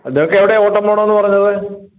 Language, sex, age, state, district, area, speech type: Malayalam, male, 60+, Kerala, Kottayam, rural, conversation